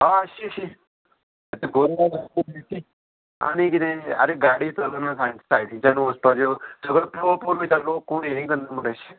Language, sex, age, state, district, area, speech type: Goan Konkani, male, 30-45, Goa, Murmgao, rural, conversation